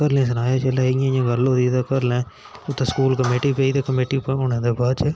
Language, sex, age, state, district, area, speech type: Dogri, male, 18-30, Jammu and Kashmir, Udhampur, rural, spontaneous